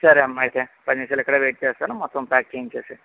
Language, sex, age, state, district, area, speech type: Telugu, male, 30-45, Andhra Pradesh, Visakhapatnam, urban, conversation